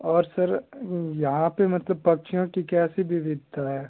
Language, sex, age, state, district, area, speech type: Hindi, male, 18-30, Bihar, Darbhanga, urban, conversation